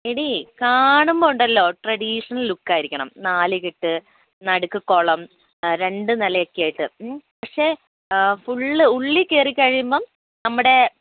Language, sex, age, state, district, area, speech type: Malayalam, female, 18-30, Kerala, Wayanad, rural, conversation